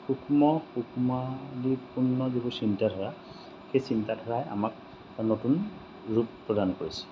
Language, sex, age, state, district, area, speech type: Assamese, male, 30-45, Assam, Majuli, urban, spontaneous